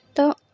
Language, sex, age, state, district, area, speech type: Assamese, female, 18-30, Assam, Kamrup Metropolitan, rural, spontaneous